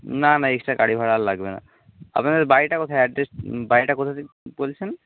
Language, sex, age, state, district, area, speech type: Bengali, male, 18-30, West Bengal, Jhargram, rural, conversation